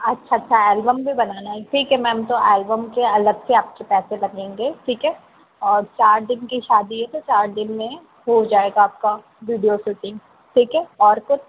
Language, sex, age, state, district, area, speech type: Hindi, female, 18-30, Madhya Pradesh, Harda, urban, conversation